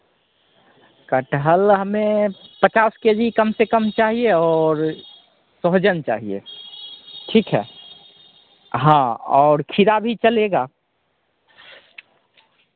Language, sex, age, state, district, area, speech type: Hindi, male, 30-45, Bihar, Begusarai, rural, conversation